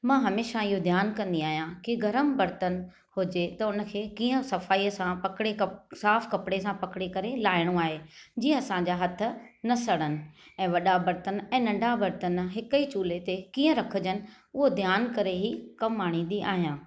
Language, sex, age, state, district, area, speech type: Sindhi, female, 45-60, Maharashtra, Thane, urban, spontaneous